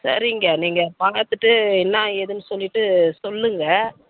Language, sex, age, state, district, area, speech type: Tamil, female, 30-45, Tamil Nadu, Tiruvannamalai, urban, conversation